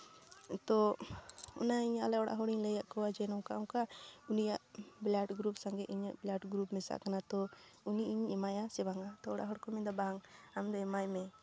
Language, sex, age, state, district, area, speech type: Santali, female, 18-30, West Bengal, Purulia, rural, spontaneous